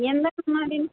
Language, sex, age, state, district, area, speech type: Tamil, female, 45-60, Tamil Nadu, Vellore, rural, conversation